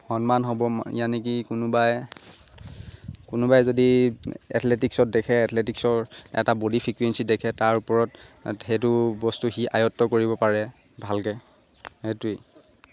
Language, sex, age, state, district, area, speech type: Assamese, male, 18-30, Assam, Lakhimpur, urban, spontaneous